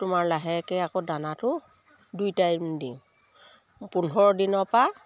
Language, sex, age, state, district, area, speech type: Assamese, female, 45-60, Assam, Sivasagar, rural, spontaneous